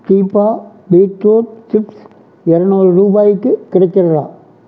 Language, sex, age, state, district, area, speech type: Tamil, male, 60+, Tamil Nadu, Erode, rural, read